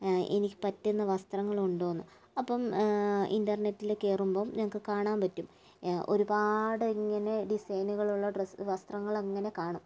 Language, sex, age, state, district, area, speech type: Malayalam, female, 30-45, Kerala, Kannur, rural, spontaneous